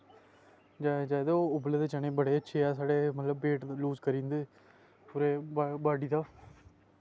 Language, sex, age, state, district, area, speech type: Dogri, male, 18-30, Jammu and Kashmir, Samba, rural, spontaneous